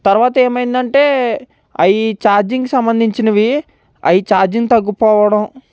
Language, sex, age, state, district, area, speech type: Telugu, male, 18-30, Andhra Pradesh, Konaseema, rural, spontaneous